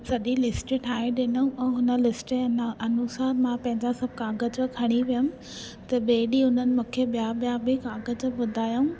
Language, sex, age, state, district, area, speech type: Sindhi, female, 18-30, Maharashtra, Thane, urban, spontaneous